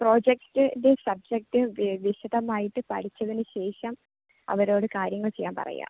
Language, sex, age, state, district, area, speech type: Malayalam, female, 18-30, Kerala, Thiruvananthapuram, rural, conversation